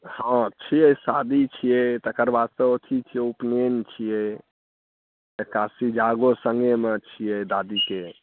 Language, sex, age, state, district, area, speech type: Maithili, male, 18-30, Bihar, Saharsa, rural, conversation